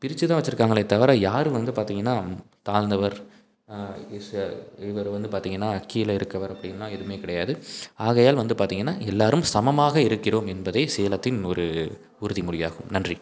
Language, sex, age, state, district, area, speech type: Tamil, male, 18-30, Tamil Nadu, Salem, rural, spontaneous